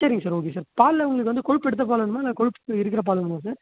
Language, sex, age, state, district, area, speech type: Tamil, male, 18-30, Tamil Nadu, Tiruvannamalai, rural, conversation